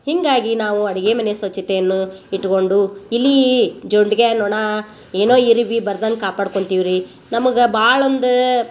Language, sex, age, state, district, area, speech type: Kannada, female, 45-60, Karnataka, Gadag, rural, spontaneous